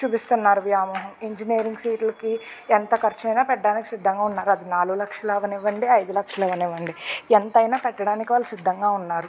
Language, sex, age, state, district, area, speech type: Telugu, female, 30-45, Andhra Pradesh, Eluru, rural, spontaneous